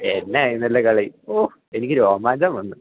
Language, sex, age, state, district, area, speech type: Malayalam, male, 18-30, Kerala, Idukki, rural, conversation